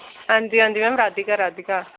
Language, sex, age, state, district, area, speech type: Dogri, female, 18-30, Jammu and Kashmir, Jammu, rural, conversation